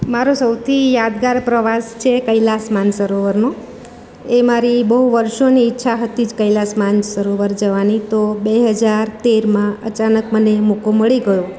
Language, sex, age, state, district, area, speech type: Gujarati, female, 45-60, Gujarat, Surat, urban, spontaneous